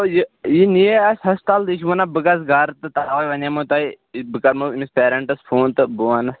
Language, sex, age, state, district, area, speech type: Kashmiri, male, 18-30, Jammu and Kashmir, Baramulla, rural, conversation